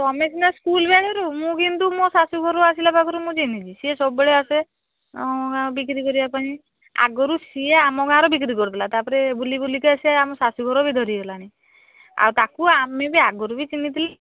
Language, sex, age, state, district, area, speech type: Odia, female, 18-30, Odisha, Balasore, rural, conversation